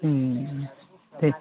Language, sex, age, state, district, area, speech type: Bodo, female, 60+, Assam, Baksa, urban, conversation